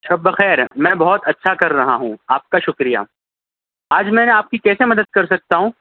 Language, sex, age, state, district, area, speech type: Urdu, male, 18-30, Maharashtra, Nashik, urban, conversation